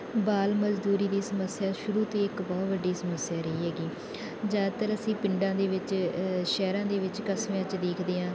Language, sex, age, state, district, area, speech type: Punjabi, female, 18-30, Punjab, Bathinda, rural, spontaneous